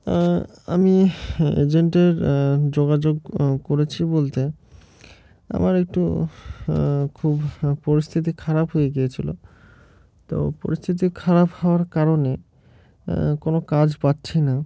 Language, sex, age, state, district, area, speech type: Bengali, male, 30-45, West Bengal, Murshidabad, urban, spontaneous